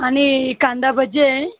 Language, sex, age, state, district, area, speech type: Marathi, female, 30-45, Maharashtra, Buldhana, rural, conversation